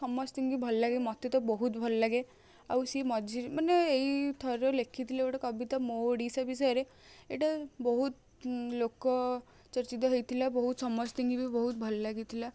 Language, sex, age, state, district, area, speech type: Odia, female, 18-30, Odisha, Kendujhar, urban, spontaneous